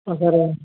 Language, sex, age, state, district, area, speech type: Hindi, male, 18-30, Rajasthan, Bharatpur, rural, conversation